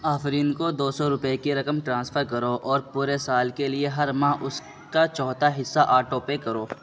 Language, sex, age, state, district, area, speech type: Urdu, male, 30-45, Bihar, Khagaria, rural, read